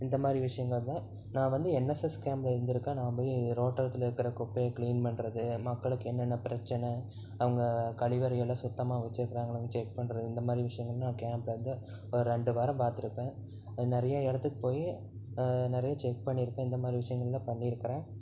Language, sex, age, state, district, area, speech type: Tamil, male, 18-30, Tamil Nadu, Erode, rural, spontaneous